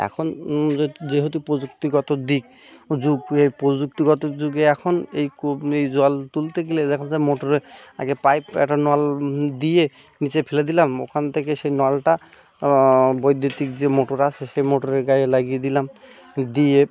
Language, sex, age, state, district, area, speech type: Bengali, male, 18-30, West Bengal, Birbhum, urban, spontaneous